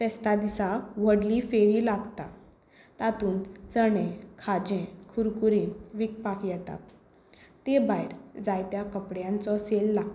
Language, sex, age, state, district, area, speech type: Goan Konkani, female, 18-30, Goa, Tiswadi, rural, spontaneous